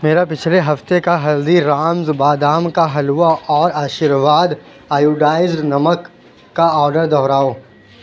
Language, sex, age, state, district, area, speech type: Urdu, male, 18-30, Uttar Pradesh, Lucknow, urban, read